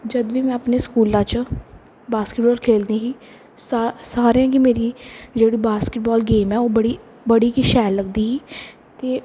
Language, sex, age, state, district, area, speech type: Dogri, female, 18-30, Jammu and Kashmir, Kathua, rural, spontaneous